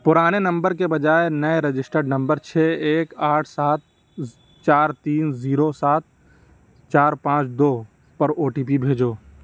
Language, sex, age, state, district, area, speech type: Urdu, male, 45-60, Uttar Pradesh, Lucknow, urban, read